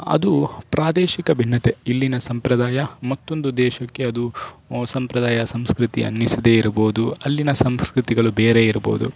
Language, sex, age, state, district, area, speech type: Kannada, male, 18-30, Karnataka, Dakshina Kannada, rural, spontaneous